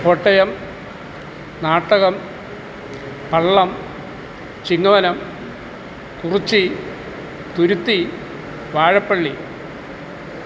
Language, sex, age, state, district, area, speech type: Malayalam, male, 60+, Kerala, Kottayam, urban, spontaneous